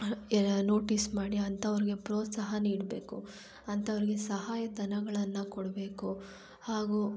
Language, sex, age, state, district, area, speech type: Kannada, female, 18-30, Karnataka, Kolar, urban, spontaneous